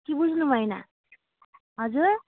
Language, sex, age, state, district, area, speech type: Nepali, female, 18-30, West Bengal, Alipurduar, urban, conversation